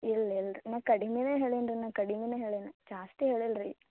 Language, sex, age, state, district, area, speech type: Kannada, female, 18-30, Karnataka, Gulbarga, urban, conversation